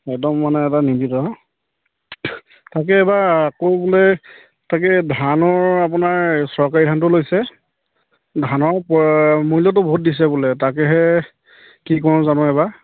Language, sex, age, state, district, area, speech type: Assamese, male, 30-45, Assam, Charaideo, rural, conversation